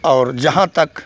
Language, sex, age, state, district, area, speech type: Hindi, male, 60+, Uttar Pradesh, Hardoi, rural, spontaneous